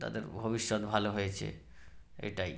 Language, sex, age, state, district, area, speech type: Bengali, male, 30-45, West Bengal, Howrah, urban, spontaneous